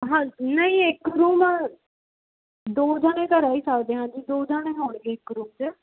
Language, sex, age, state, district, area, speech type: Punjabi, female, 18-30, Punjab, Muktsar, rural, conversation